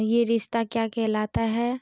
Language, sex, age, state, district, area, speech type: Hindi, female, 18-30, Uttar Pradesh, Ghazipur, rural, spontaneous